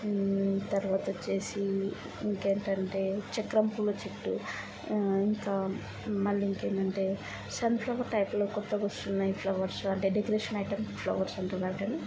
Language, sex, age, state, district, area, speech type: Telugu, female, 18-30, Telangana, Mancherial, rural, spontaneous